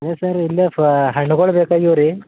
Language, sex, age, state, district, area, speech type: Kannada, male, 18-30, Karnataka, Bidar, rural, conversation